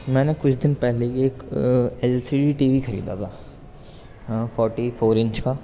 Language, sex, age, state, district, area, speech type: Urdu, male, 18-30, Delhi, East Delhi, urban, spontaneous